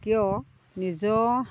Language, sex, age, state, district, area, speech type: Assamese, female, 60+, Assam, Dhemaji, rural, spontaneous